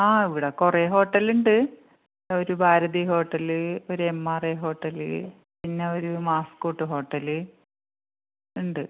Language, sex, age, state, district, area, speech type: Malayalam, female, 45-60, Kerala, Kannur, rural, conversation